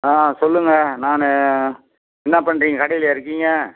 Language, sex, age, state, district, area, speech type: Tamil, male, 60+, Tamil Nadu, Viluppuram, rural, conversation